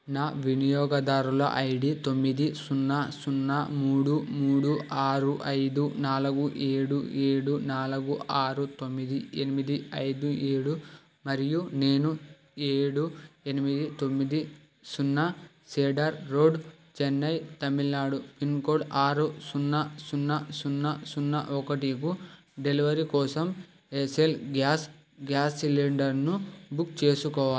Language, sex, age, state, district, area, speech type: Telugu, male, 18-30, Andhra Pradesh, Krishna, urban, read